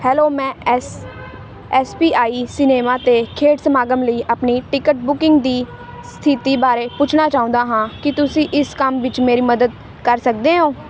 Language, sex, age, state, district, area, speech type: Punjabi, female, 18-30, Punjab, Ludhiana, rural, read